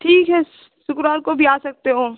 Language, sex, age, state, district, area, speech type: Hindi, female, 30-45, Uttar Pradesh, Lucknow, rural, conversation